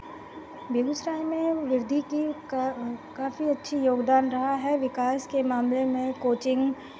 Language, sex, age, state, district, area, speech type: Hindi, female, 30-45, Bihar, Begusarai, rural, spontaneous